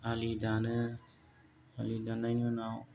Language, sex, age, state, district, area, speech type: Bodo, male, 45-60, Assam, Chirang, rural, spontaneous